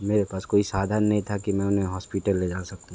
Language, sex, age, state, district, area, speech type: Hindi, male, 18-30, Uttar Pradesh, Sonbhadra, rural, spontaneous